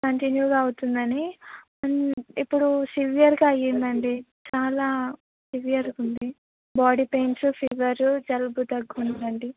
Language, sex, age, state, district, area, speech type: Telugu, female, 18-30, Telangana, Vikarabad, rural, conversation